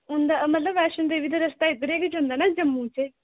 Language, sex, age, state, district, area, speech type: Dogri, female, 18-30, Jammu and Kashmir, Jammu, rural, conversation